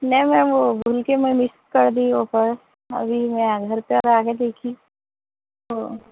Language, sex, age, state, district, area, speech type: Urdu, female, 30-45, Telangana, Hyderabad, urban, conversation